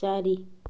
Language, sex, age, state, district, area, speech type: Odia, female, 45-60, Odisha, Ganjam, urban, read